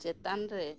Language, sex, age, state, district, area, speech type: Santali, female, 45-60, West Bengal, Birbhum, rural, read